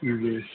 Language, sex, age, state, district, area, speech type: Urdu, male, 18-30, Bihar, Purnia, rural, conversation